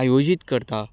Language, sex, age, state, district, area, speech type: Goan Konkani, male, 30-45, Goa, Canacona, rural, spontaneous